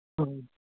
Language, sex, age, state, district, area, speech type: Manipuri, male, 60+, Manipur, Kangpokpi, urban, conversation